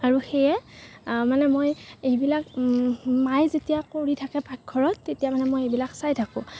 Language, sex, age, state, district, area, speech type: Assamese, female, 18-30, Assam, Kamrup Metropolitan, urban, spontaneous